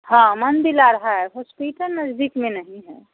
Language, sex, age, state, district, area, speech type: Hindi, female, 45-60, Bihar, Samastipur, rural, conversation